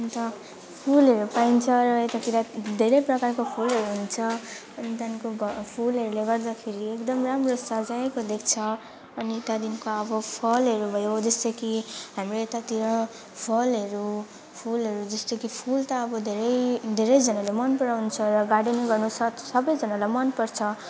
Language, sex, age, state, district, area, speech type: Nepali, female, 18-30, West Bengal, Alipurduar, urban, spontaneous